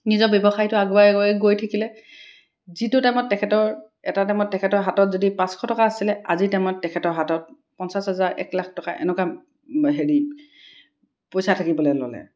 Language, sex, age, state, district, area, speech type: Assamese, female, 30-45, Assam, Dibrugarh, urban, spontaneous